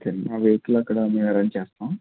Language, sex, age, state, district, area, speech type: Telugu, female, 30-45, Andhra Pradesh, Konaseema, urban, conversation